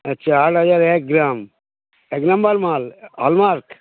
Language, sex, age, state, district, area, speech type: Bengali, male, 60+, West Bengal, Hooghly, rural, conversation